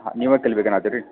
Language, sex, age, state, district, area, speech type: Kannada, male, 30-45, Karnataka, Belgaum, rural, conversation